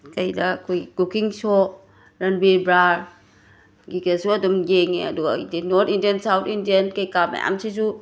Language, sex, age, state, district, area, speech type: Manipuri, female, 30-45, Manipur, Imphal West, rural, spontaneous